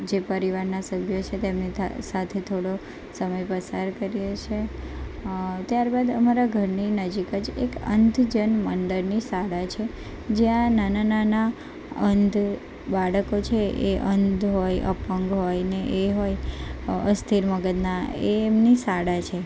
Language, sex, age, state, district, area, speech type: Gujarati, female, 18-30, Gujarat, Anand, urban, spontaneous